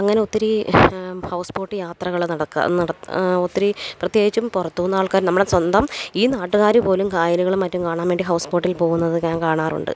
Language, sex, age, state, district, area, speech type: Malayalam, female, 30-45, Kerala, Alappuzha, rural, spontaneous